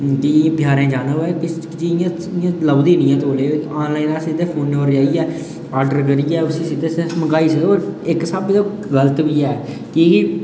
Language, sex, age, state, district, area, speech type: Dogri, male, 18-30, Jammu and Kashmir, Udhampur, rural, spontaneous